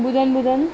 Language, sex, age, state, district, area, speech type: Sindhi, female, 18-30, Delhi, South Delhi, urban, spontaneous